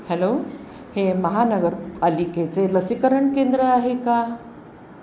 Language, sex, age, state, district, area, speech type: Marathi, female, 45-60, Maharashtra, Pune, urban, read